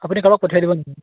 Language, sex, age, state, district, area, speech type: Assamese, male, 18-30, Assam, Charaideo, urban, conversation